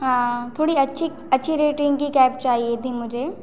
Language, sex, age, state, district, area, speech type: Hindi, female, 18-30, Madhya Pradesh, Hoshangabad, rural, spontaneous